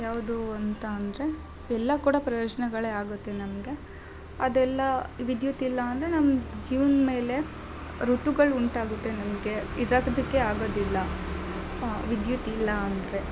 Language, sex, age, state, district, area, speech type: Kannada, female, 30-45, Karnataka, Hassan, urban, spontaneous